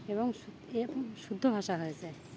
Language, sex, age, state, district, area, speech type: Bengali, female, 18-30, West Bengal, Uttar Dinajpur, urban, spontaneous